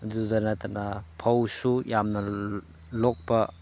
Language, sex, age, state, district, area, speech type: Manipuri, male, 30-45, Manipur, Chandel, rural, spontaneous